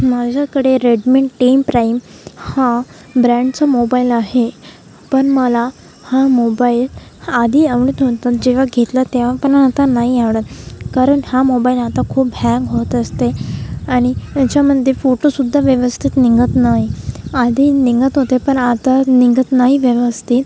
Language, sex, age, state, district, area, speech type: Marathi, female, 18-30, Maharashtra, Wardha, rural, spontaneous